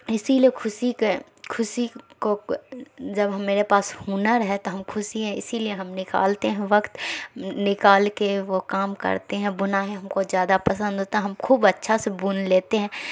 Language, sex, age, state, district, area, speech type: Urdu, female, 45-60, Bihar, Khagaria, rural, spontaneous